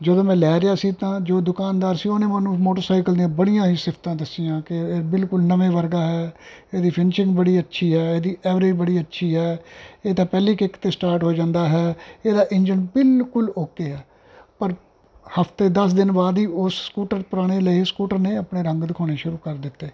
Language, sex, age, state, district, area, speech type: Punjabi, male, 45-60, Punjab, Ludhiana, urban, spontaneous